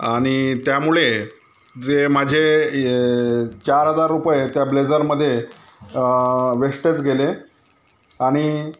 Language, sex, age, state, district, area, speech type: Marathi, male, 30-45, Maharashtra, Amravati, rural, spontaneous